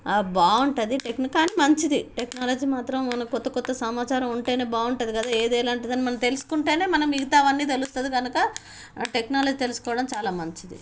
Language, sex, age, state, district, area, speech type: Telugu, female, 45-60, Telangana, Nizamabad, rural, spontaneous